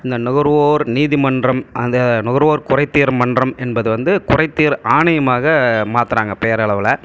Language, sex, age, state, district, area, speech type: Tamil, male, 45-60, Tamil Nadu, Krishnagiri, rural, spontaneous